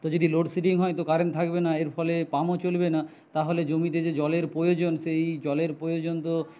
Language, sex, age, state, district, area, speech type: Bengali, male, 60+, West Bengal, Jhargram, rural, spontaneous